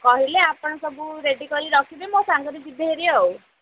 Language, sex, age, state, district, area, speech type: Odia, female, 18-30, Odisha, Ganjam, urban, conversation